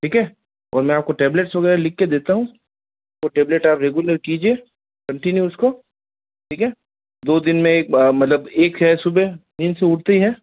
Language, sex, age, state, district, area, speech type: Hindi, male, 45-60, Rajasthan, Jodhpur, urban, conversation